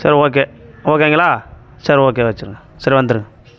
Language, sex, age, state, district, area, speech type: Tamil, male, 45-60, Tamil Nadu, Tiruvannamalai, rural, spontaneous